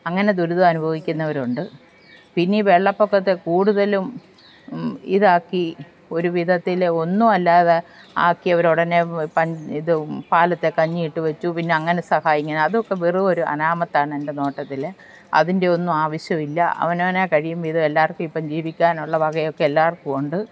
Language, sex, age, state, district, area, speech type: Malayalam, female, 45-60, Kerala, Alappuzha, rural, spontaneous